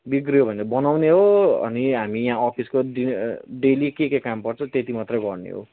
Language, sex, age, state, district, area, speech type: Nepali, male, 18-30, West Bengal, Kalimpong, rural, conversation